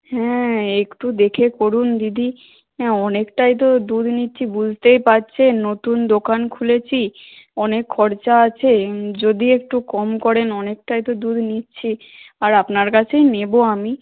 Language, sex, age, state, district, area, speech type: Bengali, female, 18-30, West Bengal, Hooghly, urban, conversation